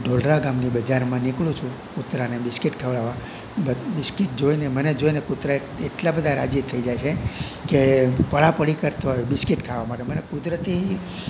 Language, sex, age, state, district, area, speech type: Gujarati, male, 60+, Gujarat, Rajkot, rural, spontaneous